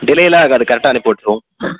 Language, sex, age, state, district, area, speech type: Tamil, male, 18-30, Tamil Nadu, Nagapattinam, rural, conversation